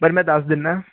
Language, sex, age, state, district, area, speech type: Punjabi, male, 18-30, Punjab, Hoshiarpur, rural, conversation